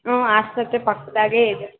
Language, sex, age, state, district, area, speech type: Kannada, female, 18-30, Karnataka, Chitradurga, rural, conversation